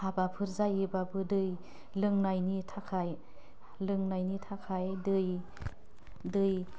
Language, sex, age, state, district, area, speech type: Bodo, female, 30-45, Assam, Udalguri, urban, spontaneous